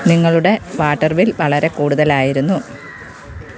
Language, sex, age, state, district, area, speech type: Malayalam, female, 30-45, Kerala, Pathanamthitta, rural, read